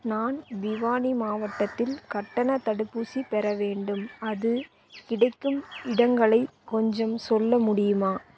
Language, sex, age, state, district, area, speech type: Tamil, female, 18-30, Tamil Nadu, Thoothukudi, urban, read